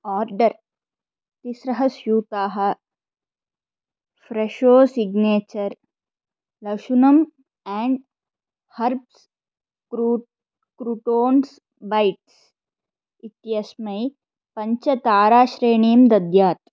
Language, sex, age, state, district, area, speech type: Sanskrit, other, 18-30, Andhra Pradesh, Chittoor, urban, read